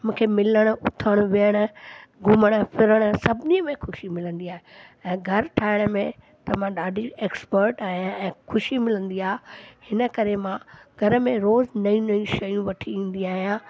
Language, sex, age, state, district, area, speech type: Sindhi, female, 60+, Delhi, South Delhi, rural, spontaneous